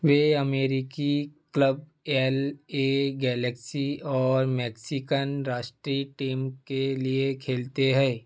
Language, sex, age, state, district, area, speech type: Hindi, male, 30-45, Madhya Pradesh, Seoni, rural, read